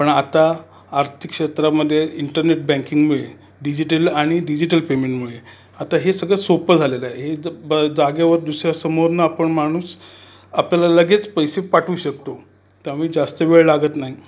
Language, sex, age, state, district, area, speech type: Marathi, male, 45-60, Maharashtra, Raigad, rural, spontaneous